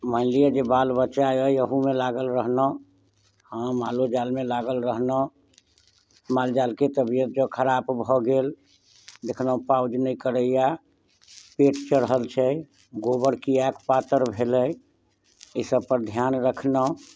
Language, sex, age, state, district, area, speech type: Maithili, male, 60+, Bihar, Muzaffarpur, rural, spontaneous